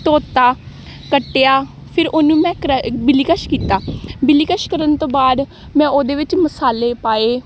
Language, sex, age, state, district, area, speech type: Punjabi, female, 18-30, Punjab, Amritsar, urban, spontaneous